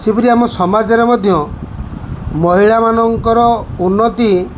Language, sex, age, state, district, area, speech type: Odia, male, 45-60, Odisha, Kendujhar, urban, spontaneous